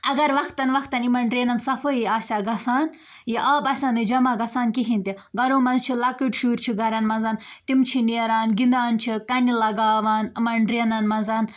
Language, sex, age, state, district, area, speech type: Kashmiri, female, 18-30, Jammu and Kashmir, Budgam, rural, spontaneous